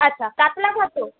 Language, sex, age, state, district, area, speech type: Bengali, female, 18-30, West Bengal, Howrah, urban, conversation